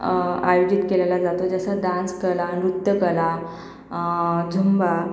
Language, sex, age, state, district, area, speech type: Marathi, female, 45-60, Maharashtra, Akola, urban, spontaneous